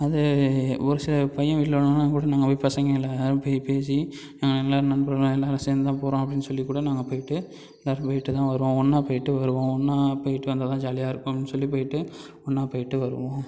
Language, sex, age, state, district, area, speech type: Tamil, male, 18-30, Tamil Nadu, Thanjavur, rural, spontaneous